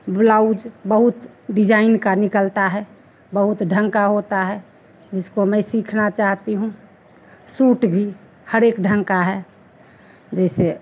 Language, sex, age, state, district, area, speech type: Hindi, female, 60+, Bihar, Begusarai, rural, spontaneous